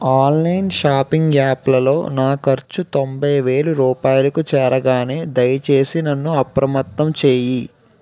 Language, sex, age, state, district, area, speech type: Telugu, male, 18-30, Andhra Pradesh, Palnadu, urban, read